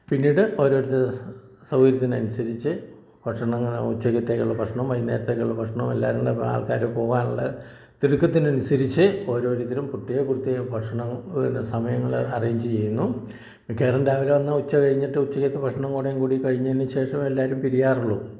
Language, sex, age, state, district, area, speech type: Malayalam, male, 60+, Kerala, Malappuram, rural, spontaneous